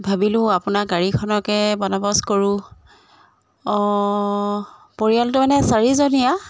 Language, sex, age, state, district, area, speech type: Assamese, female, 30-45, Assam, Jorhat, urban, spontaneous